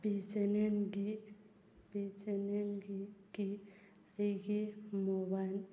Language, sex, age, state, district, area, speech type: Manipuri, female, 45-60, Manipur, Churachandpur, rural, read